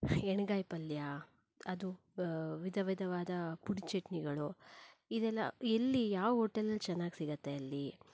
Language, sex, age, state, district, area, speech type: Kannada, female, 30-45, Karnataka, Shimoga, rural, spontaneous